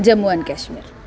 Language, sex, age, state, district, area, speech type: Sanskrit, female, 18-30, Kerala, Thrissur, urban, spontaneous